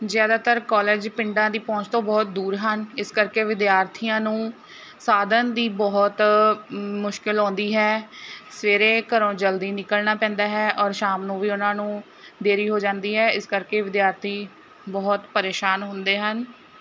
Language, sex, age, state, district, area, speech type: Punjabi, female, 18-30, Punjab, Mohali, urban, spontaneous